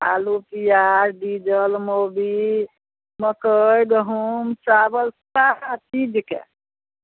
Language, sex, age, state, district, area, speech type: Maithili, female, 60+, Bihar, Samastipur, rural, conversation